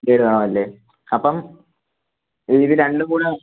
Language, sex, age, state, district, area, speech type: Malayalam, male, 18-30, Kerala, Kollam, rural, conversation